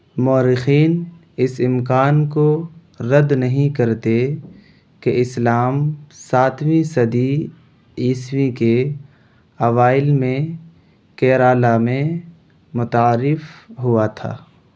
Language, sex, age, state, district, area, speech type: Urdu, male, 18-30, Bihar, Purnia, rural, read